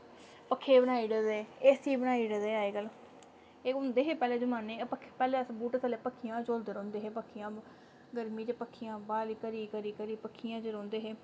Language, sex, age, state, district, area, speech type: Dogri, female, 30-45, Jammu and Kashmir, Samba, rural, spontaneous